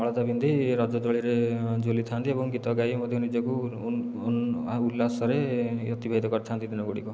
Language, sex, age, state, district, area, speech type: Odia, male, 30-45, Odisha, Khordha, rural, spontaneous